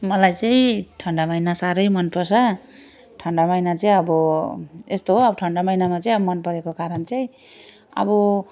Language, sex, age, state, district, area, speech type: Nepali, female, 18-30, West Bengal, Darjeeling, rural, spontaneous